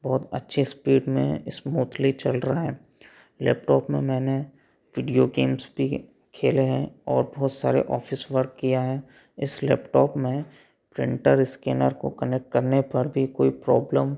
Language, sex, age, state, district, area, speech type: Hindi, male, 30-45, Madhya Pradesh, Betul, urban, spontaneous